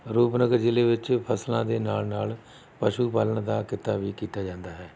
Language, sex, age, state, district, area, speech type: Punjabi, male, 45-60, Punjab, Rupnagar, rural, spontaneous